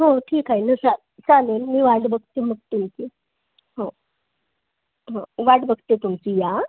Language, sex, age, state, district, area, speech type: Marathi, female, 18-30, Maharashtra, Nagpur, urban, conversation